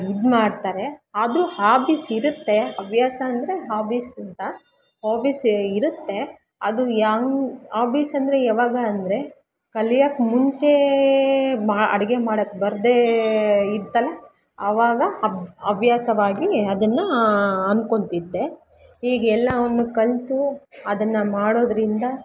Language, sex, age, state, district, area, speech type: Kannada, female, 18-30, Karnataka, Kolar, rural, spontaneous